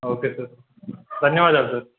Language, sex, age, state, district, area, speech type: Telugu, male, 18-30, Telangana, Hanamkonda, urban, conversation